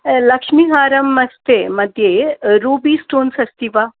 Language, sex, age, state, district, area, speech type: Sanskrit, female, 45-60, Tamil Nadu, Thanjavur, urban, conversation